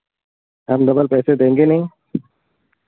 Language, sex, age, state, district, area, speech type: Hindi, male, 30-45, Uttar Pradesh, Ayodhya, rural, conversation